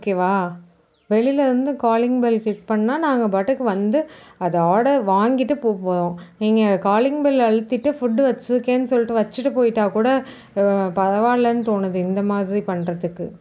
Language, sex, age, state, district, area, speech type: Tamil, female, 30-45, Tamil Nadu, Mayiladuthurai, rural, spontaneous